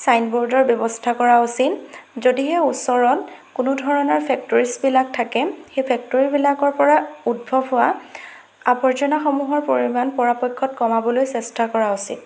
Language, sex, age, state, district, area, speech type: Assamese, female, 18-30, Assam, Golaghat, urban, spontaneous